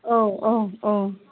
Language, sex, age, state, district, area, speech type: Bodo, female, 60+, Assam, Kokrajhar, urban, conversation